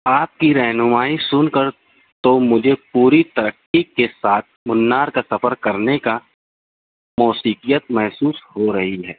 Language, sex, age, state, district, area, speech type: Urdu, male, 30-45, Maharashtra, Nashik, urban, conversation